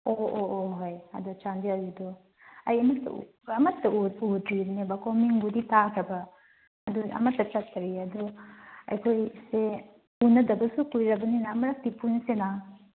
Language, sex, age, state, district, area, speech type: Manipuri, female, 30-45, Manipur, Chandel, rural, conversation